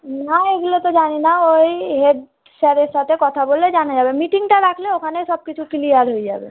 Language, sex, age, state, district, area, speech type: Bengali, female, 18-30, West Bengal, Malda, urban, conversation